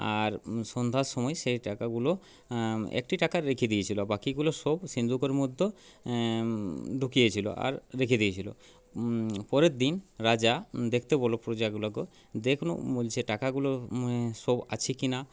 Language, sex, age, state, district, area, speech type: Bengali, male, 30-45, West Bengal, Purulia, rural, spontaneous